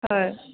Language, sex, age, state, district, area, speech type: Assamese, female, 18-30, Assam, Goalpara, urban, conversation